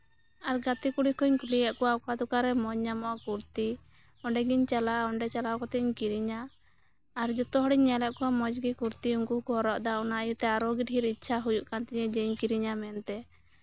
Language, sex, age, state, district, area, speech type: Santali, female, 30-45, West Bengal, Birbhum, rural, spontaneous